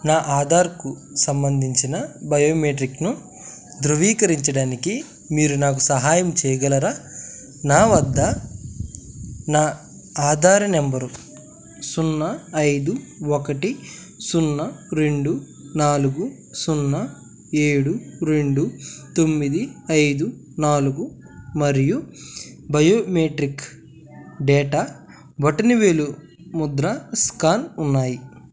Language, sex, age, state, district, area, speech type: Telugu, male, 18-30, Andhra Pradesh, Krishna, rural, read